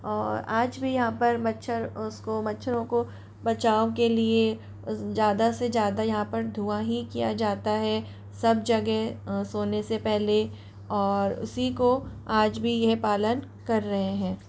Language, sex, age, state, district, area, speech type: Hindi, male, 60+, Rajasthan, Jaipur, urban, spontaneous